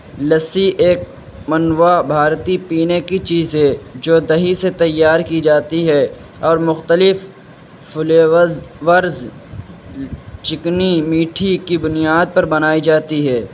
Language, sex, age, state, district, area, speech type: Urdu, male, 60+, Uttar Pradesh, Shahjahanpur, rural, spontaneous